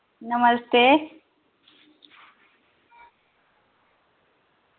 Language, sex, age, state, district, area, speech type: Dogri, female, 30-45, Jammu and Kashmir, Reasi, rural, conversation